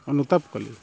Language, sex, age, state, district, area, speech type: Odia, male, 30-45, Odisha, Kendrapara, urban, spontaneous